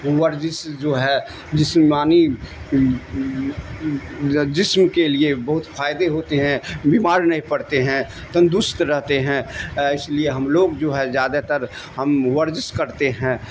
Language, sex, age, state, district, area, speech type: Urdu, male, 60+, Bihar, Darbhanga, rural, spontaneous